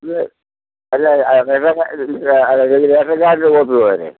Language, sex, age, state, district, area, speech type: Malayalam, male, 60+, Kerala, Pathanamthitta, rural, conversation